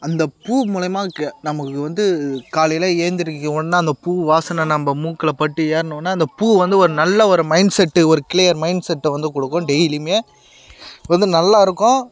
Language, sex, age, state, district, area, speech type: Tamil, male, 18-30, Tamil Nadu, Kallakurichi, urban, spontaneous